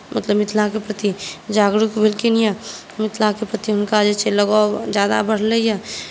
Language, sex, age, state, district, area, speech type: Maithili, female, 18-30, Bihar, Saharsa, urban, spontaneous